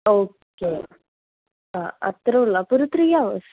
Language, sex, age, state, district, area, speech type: Malayalam, female, 18-30, Kerala, Thrissur, urban, conversation